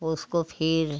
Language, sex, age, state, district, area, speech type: Hindi, female, 60+, Uttar Pradesh, Ghazipur, rural, spontaneous